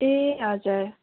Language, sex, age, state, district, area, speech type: Nepali, female, 18-30, West Bengal, Kalimpong, rural, conversation